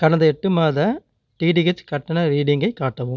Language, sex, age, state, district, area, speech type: Tamil, male, 30-45, Tamil Nadu, Namakkal, rural, read